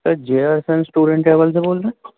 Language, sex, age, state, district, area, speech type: Urdu, male, 30-45, Delhi, Central Delhi, urban, conversation